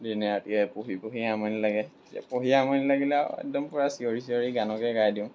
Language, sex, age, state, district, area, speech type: Assamese, male, 18-30, Assam, Lakhimpur, rural, spontaneous